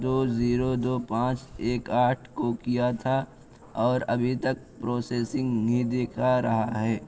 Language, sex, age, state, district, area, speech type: Urdu, male, 18-30, Uttar Pradesh, Balrampur, rural, spontaneous